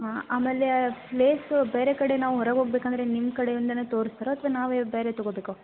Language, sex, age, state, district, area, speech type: Kannada, female, 18-30, Karnataka, Gadag, rural, conversation